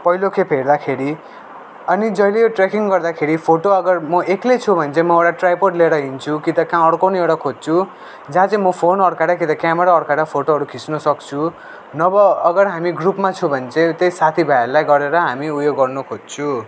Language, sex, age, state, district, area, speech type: Nepali, male, 18-30, West Bengal, Darjeeling, rural, spontaneous